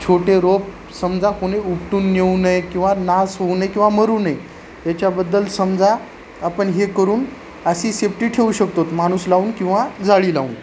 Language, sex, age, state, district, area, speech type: Marathi, male, 30-45, Maharashtra, Nanded, urban, spontaneous